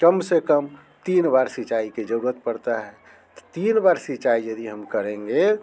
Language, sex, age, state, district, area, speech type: Hindi, male, 45-60, Bihar, Muzaffarpur, rural, spontaneous